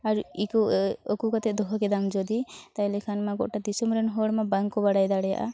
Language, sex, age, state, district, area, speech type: Santali, female, 18-30, West Bengal, Purulia, rural, spontaneous